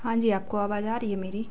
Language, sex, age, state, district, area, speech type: Hindi, female, 18-30, Madhya Pradesh, Narsinghpur, rural, spontaneous